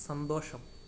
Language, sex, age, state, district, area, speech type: Malayalam, male, 18-30, Kerala, Idukki, rural, read